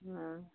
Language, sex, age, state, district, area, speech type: Bengali, female, 45-60, West Bengal, Cooch Behar, urban, conversation